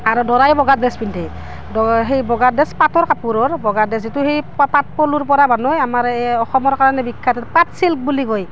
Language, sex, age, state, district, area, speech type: Assamese, female, 30-45, Assam, Barpeta, rural, spontaneous